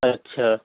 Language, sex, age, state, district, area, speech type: Urdu, male, 18-30, Delhi, East Delhi, rural, conversation